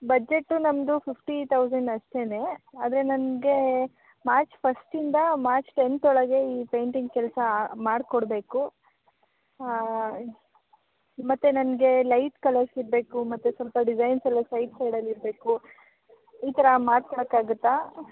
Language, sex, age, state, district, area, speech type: Kannada, female, 18-30, Karnataka, Hassan, rural, conversation